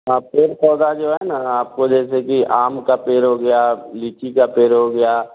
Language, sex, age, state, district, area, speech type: Hindi, male, 45-60, Bihar, Vaishali, rural, conversation